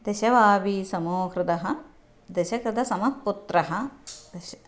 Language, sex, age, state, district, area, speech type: Sanskrit, female, 45-60, Kerala, Thrissur, urban, spontaneous